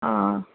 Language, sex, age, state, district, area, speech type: Dogri, female, 30-45, Jammu and Kashmir, Jammu, urban, conversation